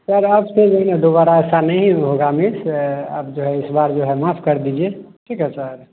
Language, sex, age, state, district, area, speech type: Hindi, male, 30-45, Bihar, Madhepura, rural, conversation